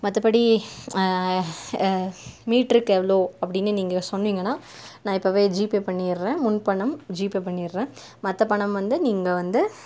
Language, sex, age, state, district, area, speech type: Tamil, female, 18-30, Tamil Nadu, Nilgiris, urban, spontaneous